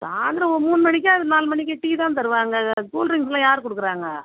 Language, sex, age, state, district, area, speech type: Tamil, female, 45-60, Tamil Nadu, Viluppuram, rural, conversation